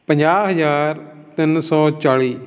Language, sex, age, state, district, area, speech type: Punjabi, male, 45-60, Punjab, Fatehgarh Sahib, urban, spontaneous